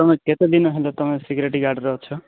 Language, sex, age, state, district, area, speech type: Odia, male, 18-30, Odisha, Nabarangpur, urban, conversation